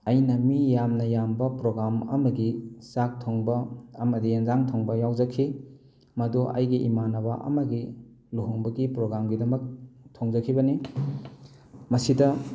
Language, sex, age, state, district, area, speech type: Manipuri, male, 30-45, Manipur, Thoubal, rural, spontaneous